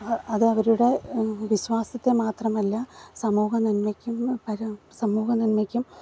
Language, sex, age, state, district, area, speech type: Malayalam, female, 30-45, Kerala, Kollam, rural, spontaneous